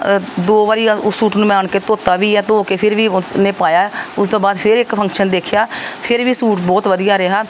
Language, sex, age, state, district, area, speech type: Punjabi, female, 45-60, Punjab, Pathankot, rural, spontaneous